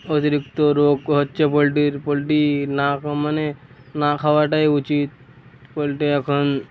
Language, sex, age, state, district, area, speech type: Bengali, male, 18-30, West Bengal, Uttar Dinajpur, urban, spontaneous